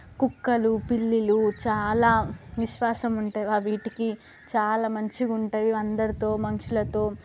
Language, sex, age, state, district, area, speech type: Telugu, female, 18-30, Telangana, Mahbubnagar, rural, spontaneous